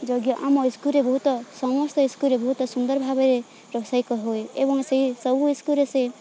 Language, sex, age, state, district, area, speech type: Odia, female, 18-30, Odisha, Balangir, urban, spontaneous